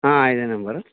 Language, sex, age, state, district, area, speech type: Telugu, male, 30-45, Telangana, Karimnagar, rural, conversation